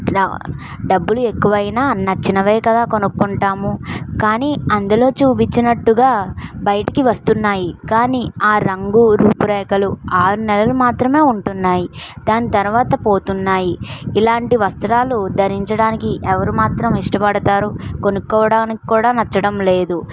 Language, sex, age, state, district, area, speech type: Telugu, female, 45-60, Andhra Pradesh, Kakinada, rural, spontaneous